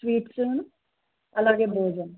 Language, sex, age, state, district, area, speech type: Telugu, female, 18-30, Andhra Pradesh, Sri Satya Sai, urban, conversation